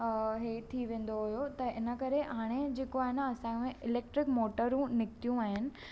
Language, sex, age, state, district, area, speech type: Sindhi, female, 18-30, Maharashtra, Thane, urban, spontaneous